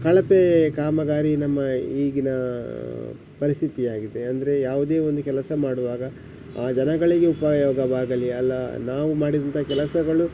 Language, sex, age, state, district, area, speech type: Kannada, male, 45-60, Karnataka, Udupi, rural, spontaneous